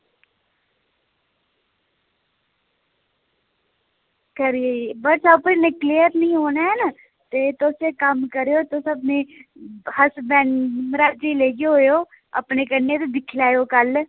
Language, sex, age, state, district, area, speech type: Dogri, female, 18-30, Jammu and Kashmir, Reasi, rural, conversation